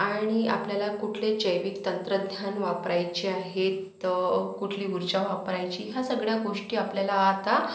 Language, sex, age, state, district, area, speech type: Marathi, female, 30-45, Maharashtra, Yavatmal, urban, spontaneous